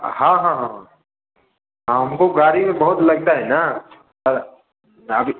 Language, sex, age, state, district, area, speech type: Hindi, male, 30-45, Bihar, Darbhanga, rural, conversation